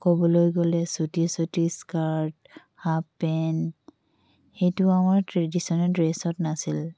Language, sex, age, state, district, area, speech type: Assamese, female, 18-30, Assam, Tinsukia, urban, spontaneous